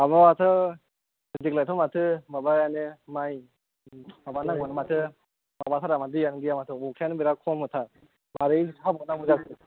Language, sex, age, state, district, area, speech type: Bodo, male, 18-30, Assam, Kokrajhar, urban, conversation